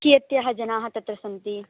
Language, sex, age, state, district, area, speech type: Sanskrit, female, 18-30, Karnataka, Bellary, urban, conversation